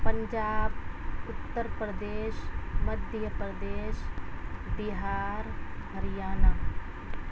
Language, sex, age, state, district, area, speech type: Urdu, female, 18-30, Delhi, South Delhi, urban, spontaneous